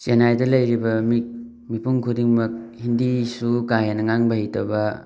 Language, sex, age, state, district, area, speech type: Manipuri, male, 18-30, Manipur, Thoubal, rural, spontaneous